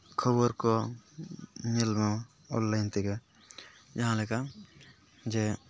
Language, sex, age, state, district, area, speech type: Santali, male, 18-30, West Bengal, Purulia, rural, spontaneous